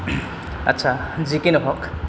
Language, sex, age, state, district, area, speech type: Assamese, male, 18-30, Assam, Goalpara, rural, spontaneous